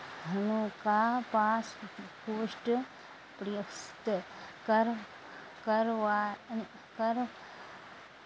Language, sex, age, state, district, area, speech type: Maithili, female, 60+, Bihar, Araria, rural, read